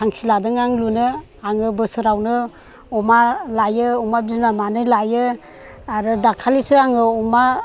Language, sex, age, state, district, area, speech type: Bodo, female, 60+, Assam, Chirang, rural, spontaneous